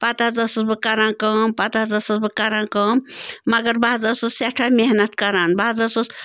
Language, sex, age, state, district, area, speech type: Kashmiri, female, 30-45, Jammu and Kashmir, Bandipora, rural, spontaneous